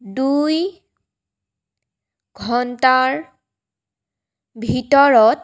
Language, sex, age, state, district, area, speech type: Assamese, female, 18-30, Assam, Sonitpur, rural, read